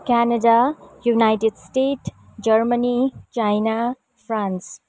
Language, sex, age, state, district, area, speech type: Nepali, female, 30-45, West Bengal, Kalimpong, rural, spontaneous